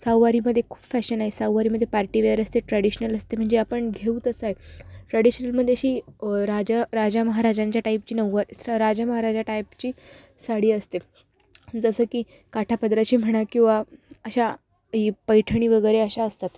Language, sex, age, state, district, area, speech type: Marathi, female, 18-30, Maharashtra, Ahmednagar, rural, spontaneous